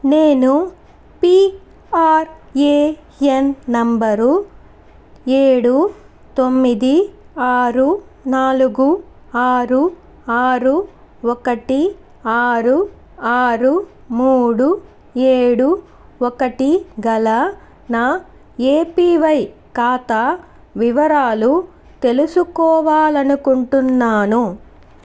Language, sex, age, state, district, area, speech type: Telugu, female, 30-45, Andhra Pradesh, Sri Balaji, rural, read